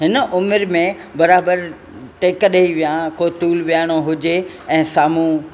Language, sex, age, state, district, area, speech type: Sindhi, female, 60+, Rajasthan, Ajmer, urban, spontaneous